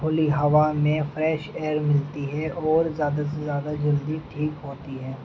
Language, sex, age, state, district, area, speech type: Urdu, male, 18-30, Uttar Pradesh, Muzaffarnagar, rural, spontaneous